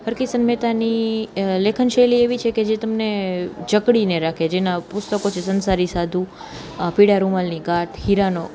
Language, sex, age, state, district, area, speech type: Gujarati, female, 18-30, Gujarat, Junagadh, urban, spontaneous